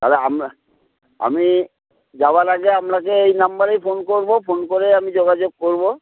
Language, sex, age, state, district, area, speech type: Bengali, male, 60+, West Bengal, Paschim Medinipur, rural, conversation